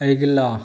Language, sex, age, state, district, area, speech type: Maithili, male, 60+, Bihar, Saharsa, urban, read